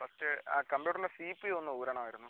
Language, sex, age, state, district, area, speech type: Malayalam, male, 18-30, Kerala, Kollam, rural, conversation